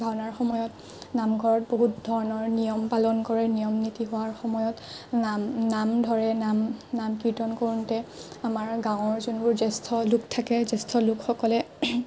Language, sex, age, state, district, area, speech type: Assamese, female, 18-30, Assam, Morigaon, rural, spontaneous